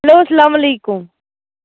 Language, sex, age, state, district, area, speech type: Kashmiri, female, 18-30, Jammu and Kashmir, Baramulla, rural, conversation